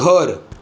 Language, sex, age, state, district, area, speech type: Marathi, male, 30-45, Maharashtra, Mumbai City, urban, read